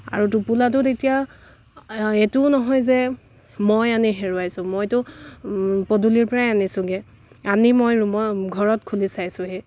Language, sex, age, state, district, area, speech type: Assamese, female, 30-45, Assam, Dibrugarh, rural, spontaneous